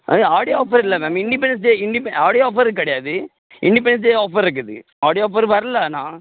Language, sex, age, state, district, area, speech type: Tamil, male, 30-45, Tamil Nadu, Tirunelveli, rural, conversation